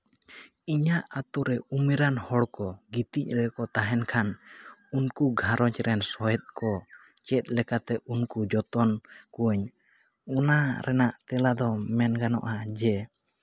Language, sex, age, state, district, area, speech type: Santali, male, 18-30, West Bengal, Jhargram, rural, spontaneous